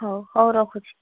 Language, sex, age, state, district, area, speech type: Odia, female, 30-45, Odisha, Sambalpur, rural, conversation